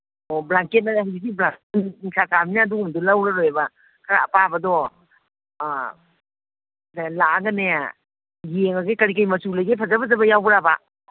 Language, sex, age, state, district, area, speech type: Manipuri, female, 60+, Manipur, Imphal East, rural, conversation